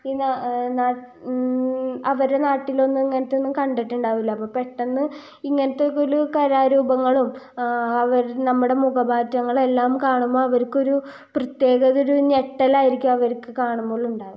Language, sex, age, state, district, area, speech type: Malayalam, female, 18-30, Kerala, Ernakulam, rural, spontaneous